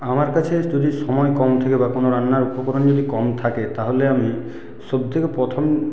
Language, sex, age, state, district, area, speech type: Bengali, male, 45-60, West Bengal, Purulia, urban, spontaneous